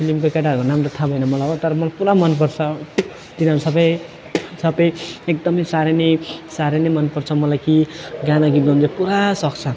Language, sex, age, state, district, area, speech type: Nepali, male, 18-30, West Bengal, Alipurduar, rural, spontaneous